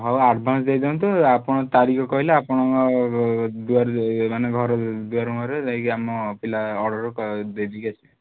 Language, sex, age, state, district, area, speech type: Odia, male, 18-30, Odisha, Kalahandi, rural, conversation